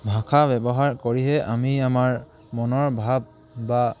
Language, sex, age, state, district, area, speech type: Assamese, male, 18-30, Assam, Dibrugarh, urban, spontaneous